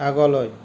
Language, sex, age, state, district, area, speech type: Assamese, male, 45-60, Assam, Kamrup Metropolitan, rural, read